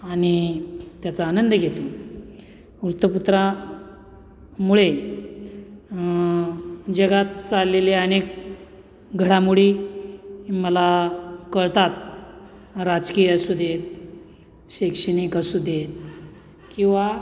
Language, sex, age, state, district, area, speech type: Marathi, male, 45-60, Maharashtra, Nashik, urban, spontaneous